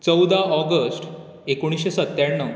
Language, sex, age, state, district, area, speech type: Goan Konkani, male, 18-30, Goa, Bardez, urban, spontaneous